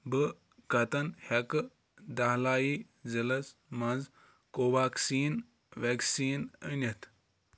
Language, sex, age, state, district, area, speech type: Kashmiri, male, 45-60, Jammu and Kashmir, Ganderbal, rural, read